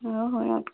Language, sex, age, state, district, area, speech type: Odia, female, 60+, Odisha, Boudh, rural, conversation